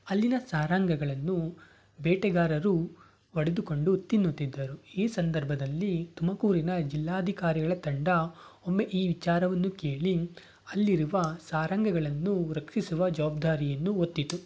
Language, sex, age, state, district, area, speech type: Kannada, male, 18-30, Karnataka, Tumkur, urban, spontaneous